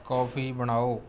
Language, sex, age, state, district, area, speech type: Punjabi, male, 18-30, Punjab, Rupnagar, urban, read